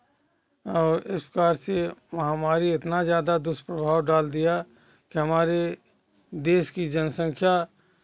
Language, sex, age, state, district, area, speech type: Hindi, male, 60+, Uttar Pradesh, Jaunpur, rural, spontaneous